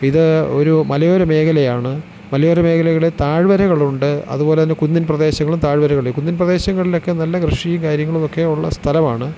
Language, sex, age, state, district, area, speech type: Malayalam, male, 45-60, Kerala, Thiruvananthapuram, urban, spontaneous